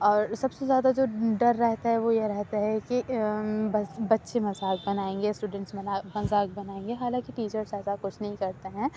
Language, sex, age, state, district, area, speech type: Urdu, female, 30-45, Uttar Pradesh, Aligarh, rural, spontaneous